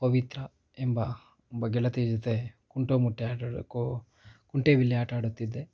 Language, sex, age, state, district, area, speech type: Kannada, male, 18-30, Karnataka, Kolar, rural, spontaneous